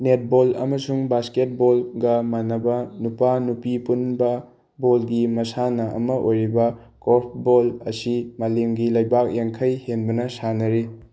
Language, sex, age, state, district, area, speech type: Manipuri, male, 18-30, Manipur, Bishnupur, rural, read